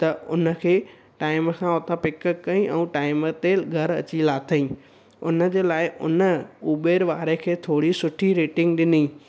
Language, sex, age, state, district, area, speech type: Sindhi, male, 18-30, Gujarat, Surat, urban, spontaneous